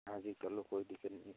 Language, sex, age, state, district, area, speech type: Hindi, male, 18-30, Rajasthan, Nagaur, rural, conversation